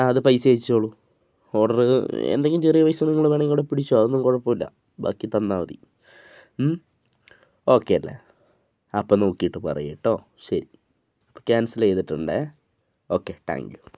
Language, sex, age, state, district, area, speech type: Malayalam, male, 45-60, Kerala, Wayanad, rural, spontaneous